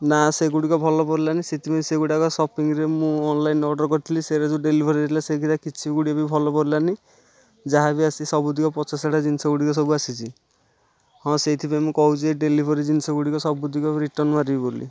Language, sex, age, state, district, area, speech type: Odia, male, 18-30, Odisha, Nayagarh, rural, spontaneous